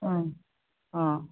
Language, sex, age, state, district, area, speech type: Manipuri, female, 60+, Manipur, Imphal East, rural, conversation